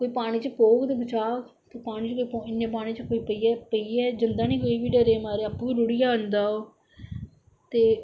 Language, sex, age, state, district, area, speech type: Dogri, female, 45-60, Jammu and Kashmir, Samba, rural, spontaneous